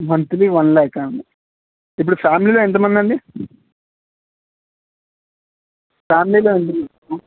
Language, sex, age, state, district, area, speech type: Telugu, male, 30-45, Telangana, Kamareddy, urban, conversation